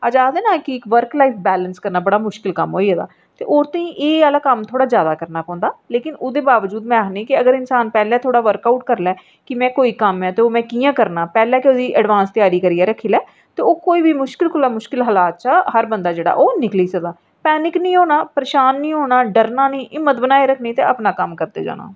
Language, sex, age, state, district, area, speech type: Dogri, female, 45-60, Jammu and Kashmir, Reasi, urban, spontaneous